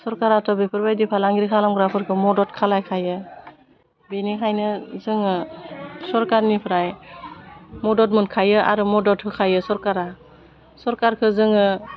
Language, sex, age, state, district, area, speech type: Bodo, female, 45-60, Assam, Udalguri, urban, spontaneous